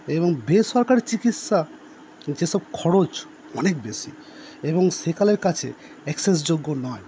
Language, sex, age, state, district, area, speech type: Bengali, male, 30-45, West Bengal, Purba Bardhaman, urban, spontaneous